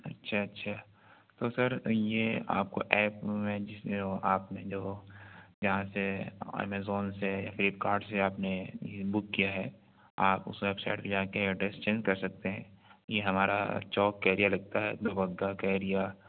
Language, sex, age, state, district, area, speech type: Urdu, male, 60+, Uttar Pradesh, Lucknow, urban, conversation